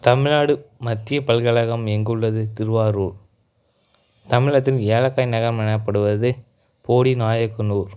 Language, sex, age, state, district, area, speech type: Tamil, male, 30-45, Tamil Nadu, Tiruchirappalli, rural, spontaneous